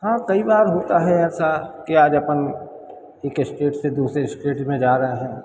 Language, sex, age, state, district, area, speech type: Hindi, male, 45-60, Madhya Pradesh, Hoshangabad, rural, spontaneous